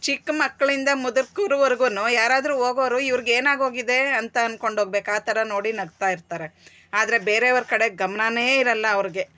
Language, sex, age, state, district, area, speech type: Kannada, female, 45-60, Karnataka, Bangalore Urban, urban, spontaneous